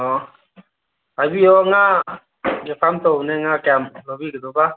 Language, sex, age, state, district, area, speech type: Manipuri, male, 30-45, Manipur, Thoubal, rural, conversation